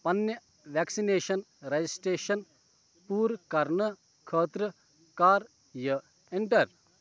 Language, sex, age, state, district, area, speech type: Kashmiri, male, 30-45, Jammu and Kashmir, Ganderbal, rural, read